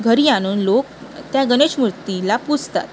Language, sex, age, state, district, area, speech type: Marathi, female, 18-30, Maharashtra, Sindhudurg, rural, spontaneous